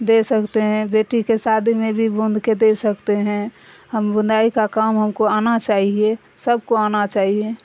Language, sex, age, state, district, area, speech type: Urdu, female, 45-60, Bihar, Darbhanga, rural, spontaneous